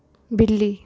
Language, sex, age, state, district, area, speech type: Punjabi, female, 18-30, Punjab, Rupnagar, urban, read